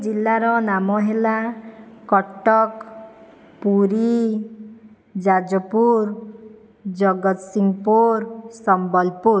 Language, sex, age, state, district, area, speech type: Odia, female, 60+, Odisha, Jajpur, rural, spontaneous